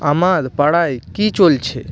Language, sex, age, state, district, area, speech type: Bengali, male, 30-45, West Bengal, Purba Medinipur, rural, read